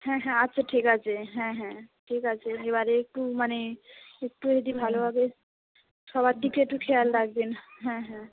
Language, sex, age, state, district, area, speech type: Bengali, female, 30-45, West Bengal, Cooch Behar, urban, conversation